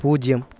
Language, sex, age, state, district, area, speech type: Malayalam, male, 18-30, Kerala, Kasaragod, urban, read